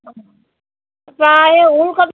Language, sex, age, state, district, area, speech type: Assamese, female, 60+, Assam, Golaghat, urban, conversation